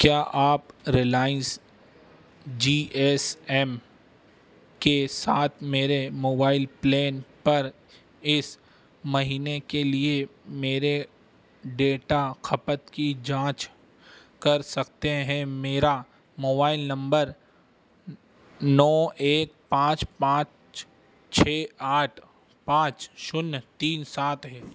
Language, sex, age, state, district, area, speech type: Hindi, male, 30-45, Madhya Pradesh, Harda, urban, read